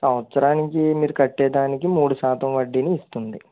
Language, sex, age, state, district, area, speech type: Telugu, male, 45-60, Andhra Pradesh, Konaseema, rural, conversation